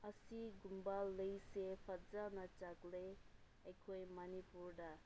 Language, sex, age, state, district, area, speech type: Manipuri, female, 18-30, Manipur, Senapati, rural, spontaneous